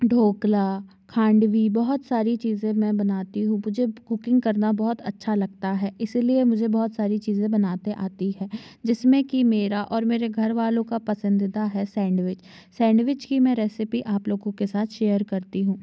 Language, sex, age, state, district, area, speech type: Hindi, female, 30-45, Madhya Pradesh, Jabalpur, urban, spontaneous